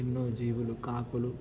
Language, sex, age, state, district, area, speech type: Telugu, male, 18-30, Telangana, Nalgonda, urban, spontaneous